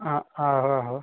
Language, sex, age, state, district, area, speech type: Dogri, male, 18-30, Jammu and Kashmir, Kathua, rural, conversation